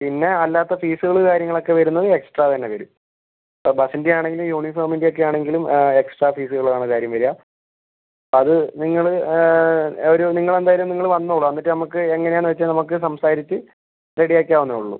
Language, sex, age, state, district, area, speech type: Malayalam, male, 60+, Kerala, Kozhikode, urban, conversation